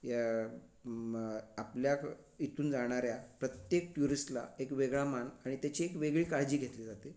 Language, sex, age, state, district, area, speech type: Marathi, male, 45-60, Maharashtra, Raigad, urban, spontaneous